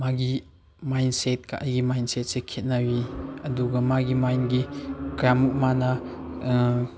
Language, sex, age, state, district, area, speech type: Manipuri, male, 18-30, Manipur, Chandel, rural, spontaneous